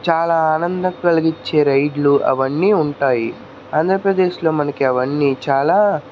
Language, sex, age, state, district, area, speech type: Telugu, male, 30-45, Andhra Pradesh, N T Rama Rao, urban, spontaneous